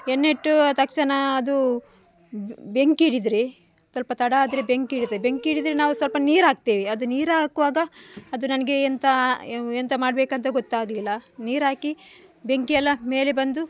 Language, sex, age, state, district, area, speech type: Kannada, female, 45-60, Karnataka, Dakshina Kannada, rural, spontaneous